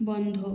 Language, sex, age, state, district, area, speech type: Bengali, female, 18-30, West Bengal, Purulia, urban, read